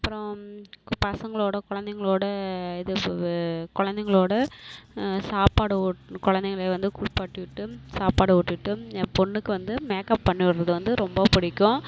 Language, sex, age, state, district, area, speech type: Tamil, female, 30-45, Tamil Nadu, Perambalur, rural, spontaneous